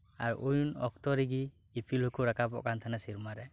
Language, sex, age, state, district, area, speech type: Santali, male, 18-30, West Bengal, Birbhum, rural, spontaneous